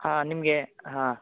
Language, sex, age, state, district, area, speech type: Kannada, male, 18-30, Karnataka, Shimoga, rural, conversation